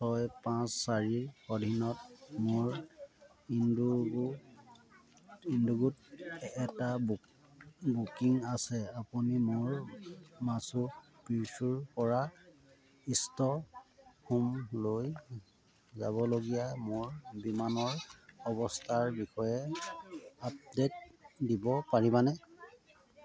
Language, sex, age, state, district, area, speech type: Assamese, male, 30-45, Assam, Sivasagar, rural, read